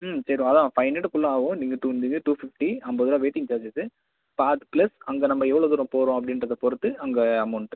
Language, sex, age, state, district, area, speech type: Tamil, male, 18-30, Tamil Nadu, Viluppuram, urban, conversation